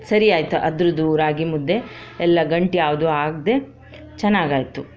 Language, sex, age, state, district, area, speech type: Kannada, female, 30-45, Karnataka, Shimoga, rural, spontaneous